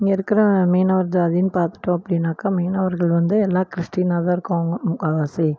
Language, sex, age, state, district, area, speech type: Tamil, female, 45-60, Tamil Nadu, Erode, rural, spontaneous